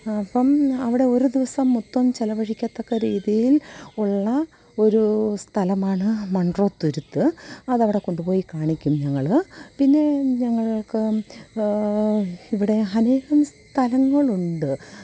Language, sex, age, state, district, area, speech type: Malayalam, female, 45-60, Kerala, Kollam, rural, spontaneous